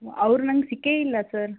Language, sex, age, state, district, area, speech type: Kannada, female, 30-45, Karnataka, Shimoga, rural, conversation